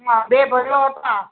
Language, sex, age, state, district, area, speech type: Gujarati, female, 60+, Gujarat, Kheda, rural, conversation